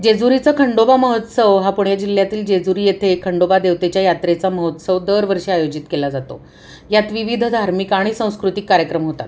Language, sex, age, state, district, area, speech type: Marathi, female, 45-60, Maharashtra, Pune, urban, spontaneous